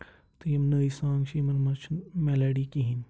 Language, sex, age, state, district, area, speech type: Kashmiri, male, 18-30, Jammu and Kashmir, Pulwama, rural, spontaneous